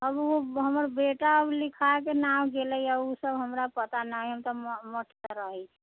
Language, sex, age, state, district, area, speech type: Maithili, female, 45-60, Bihar, Sitamarhi, rural, conversation